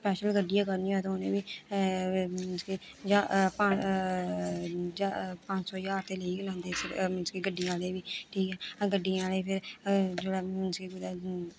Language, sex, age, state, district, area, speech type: Dogri, female, 18-30, Jammu and Kashmir, Kathua, rural, spontaneous